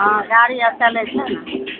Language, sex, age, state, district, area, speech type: Maithili, female, 45-60, Bihar, Purnia, rural, conversation